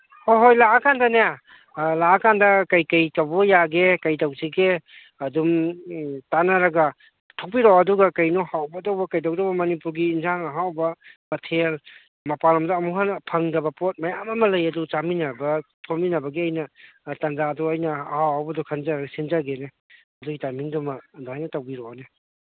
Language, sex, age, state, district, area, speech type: Manipuri, male, 30-45, Manipur, Kangpokpi, urban, conversation